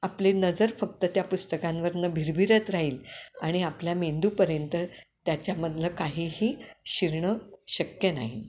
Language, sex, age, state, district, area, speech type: Marathi, female, 60+, Maharashtra, Kolhapur, urban, spontaneous